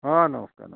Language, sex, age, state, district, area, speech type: Odia, male, 60+, Odisha, Kalahandi, rural, conversation